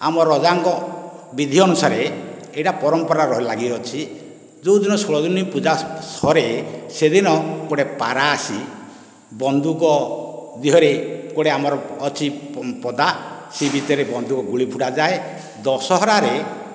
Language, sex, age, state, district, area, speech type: Odia, male, 60+, Odisha, Nayagarh, rural, spontaneous